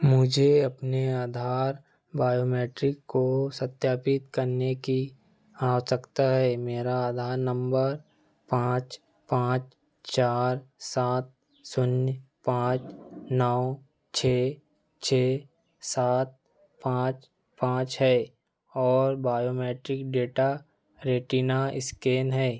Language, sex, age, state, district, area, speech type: Hindi, male, 30-45, Madhya Pradesh, Seoni, rural, read